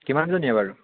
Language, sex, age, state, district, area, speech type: Assamese, male, 18-30, Assam, Sivasagar, urban, conversation